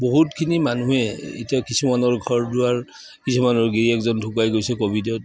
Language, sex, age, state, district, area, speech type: Assamese, male, 60+, Assam, Udalguri, rural, spontaneous